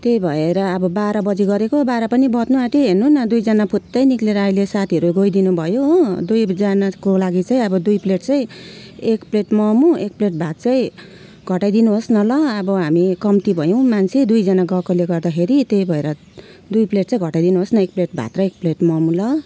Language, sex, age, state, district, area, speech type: Nepali, female, 45-60, West Bengal, Jalpaiguri, urban, spontaneous